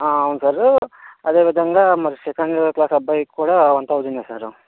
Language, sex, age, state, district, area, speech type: Telugu, male, 60+, Andhra Pradesh, Vizianagaram, rural, conversation